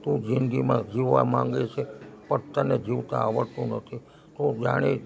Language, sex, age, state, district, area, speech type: Gujarati, male, 60+, Gujarat, Rajkot, urban, spontaneous